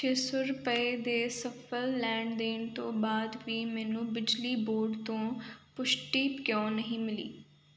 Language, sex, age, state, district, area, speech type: Punjabi, female, 18-30, Punjab, Kapurthala, urban, read